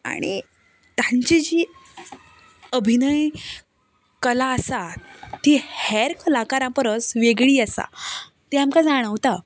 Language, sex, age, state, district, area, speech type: Goan Konkani, female, 18-30, Goa, Canacona, rural, spontaneous